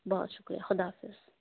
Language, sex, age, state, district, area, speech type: Urdu, female, 30-45, Delhi, South Delhi, urban, conversation